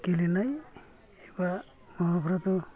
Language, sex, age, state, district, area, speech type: Bodo, male, 60+, Assam, Kokrajhar, rural, spontaneous